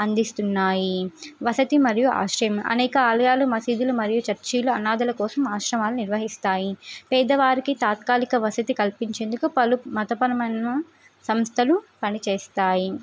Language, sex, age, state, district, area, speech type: Telugu, female, 18-30, Telangana, Suryapet, urban, spontaneous